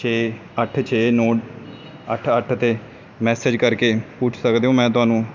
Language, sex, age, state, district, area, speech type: Punjabi, male, 18-30, Punjab, Kapurthala, rural, spontaneous